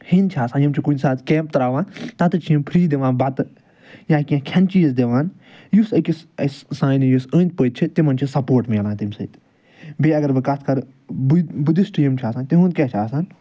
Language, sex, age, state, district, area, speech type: Kashmiri, male, 45-60, Jammu and Kashmir, Srinagar, urban, spontaneous